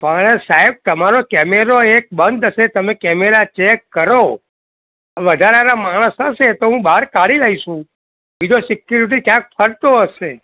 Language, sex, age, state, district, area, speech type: Gujarati, male, 45-60, Gujarat, Kheda, rural, conversation